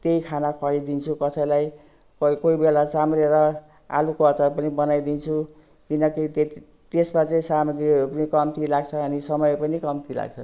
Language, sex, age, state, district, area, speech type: Nepali, female, 60+, West Bengal, Jalpaiguri, rural, spontaneous